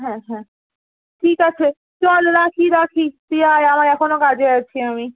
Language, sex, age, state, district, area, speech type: Bengali, female, 18-30, West Bengal, Malda, rural, conversation